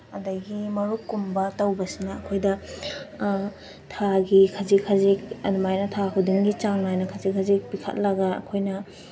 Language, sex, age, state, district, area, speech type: Manipuri, female, 18-30, Manipur, Kakching, rural, spontaneous